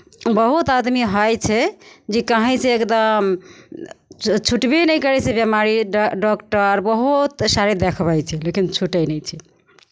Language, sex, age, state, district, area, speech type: Maithili, female, 45-60, Bihar, Begusarai, rural, spontaneous